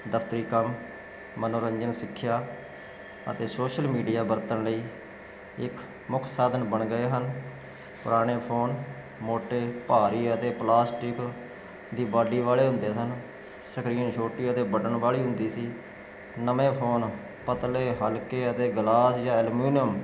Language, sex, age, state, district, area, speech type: Punjabi, male, 45-60, Punjab, Jalandhar, urban, spontaneous